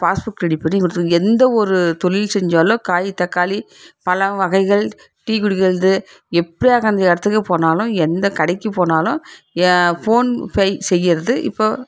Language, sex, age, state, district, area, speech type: Tamil, female, 60+, Tamil Nadu, Krishnagiri, rural, spontaneous